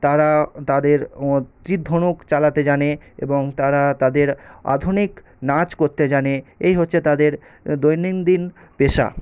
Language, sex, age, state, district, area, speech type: Bengali, male, 18-30, West Bengal, Nadia, urban, spontaneous